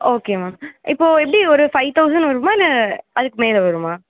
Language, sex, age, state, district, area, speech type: Tamil, male, 18-30, Tamil Nadu, Sivaganga, rural, conversation